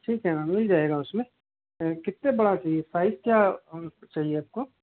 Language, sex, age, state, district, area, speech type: Hindi, male, 45-60, Madhya Pradesh, Balaghat, rural, conversation